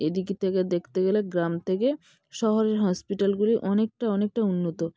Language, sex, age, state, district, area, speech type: Bengali, female, 30-45, West Bengal, South 24 Parganas, rural, spontaneous